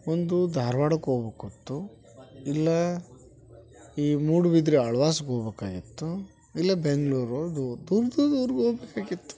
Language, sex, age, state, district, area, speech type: Kannada, male, 30-45, Karnataka, Koppal, rural, spontaneous